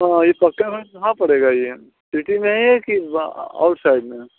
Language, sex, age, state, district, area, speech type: Hindi, male, 60+, Uttar Pradesh, Mirzapur, urban, conversation